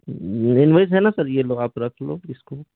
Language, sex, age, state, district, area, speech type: Hindi, male, 18-30, Madhya Pradesh, Balaghat, rural, conversation